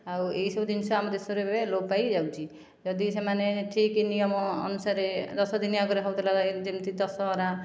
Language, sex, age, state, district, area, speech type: Odia, female, 30-45, Odisha, Khordha, rural, spontaneous